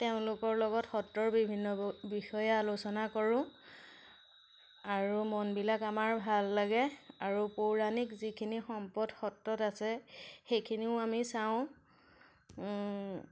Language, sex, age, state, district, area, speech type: Assamese, female, 30-45, Assam, Majuli, urban, spontaneous